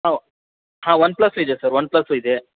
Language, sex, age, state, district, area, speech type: Kannada, male, 30-45, Karnataka, Tumkur, urban, conversation